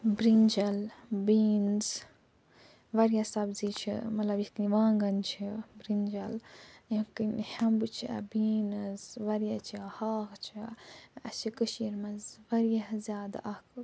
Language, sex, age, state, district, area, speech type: Kashmiri, female, 45-60, Jammu and Kashmir, Ganderbal, urban, spontaneous